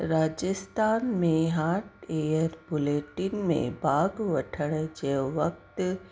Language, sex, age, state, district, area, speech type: Sindhi, female, 30-45, Rajasthan, Ajmer, urban, spontaneous